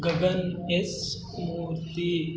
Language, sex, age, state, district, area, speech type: Kannada, male, 60+, Karnataka, Kolar, rural, spontaneous